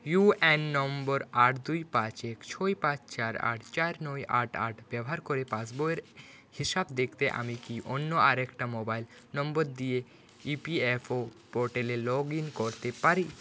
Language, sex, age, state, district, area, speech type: Bengali, male, 30-45, West Bengal, Purulia, urban, read